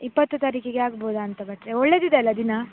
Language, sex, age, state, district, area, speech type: Kannada, female, 18-30, Karnataka, Dakshina Kannada, rural, conversation